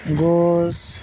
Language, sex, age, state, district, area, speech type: Urdu, female, 60+, Bihar, Darbhanga, rural, spontaneous